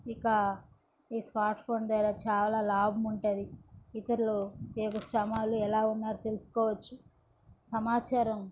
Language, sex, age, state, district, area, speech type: Telugu, female, 18-30, Andhra Pradesh, Chittoor, rural, spontaneous